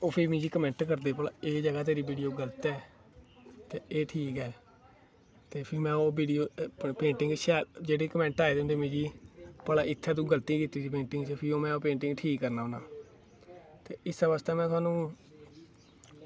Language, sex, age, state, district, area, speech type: Dogri, male, 18-30, Jammu and Kashmir, Kathua, rural, spontaneous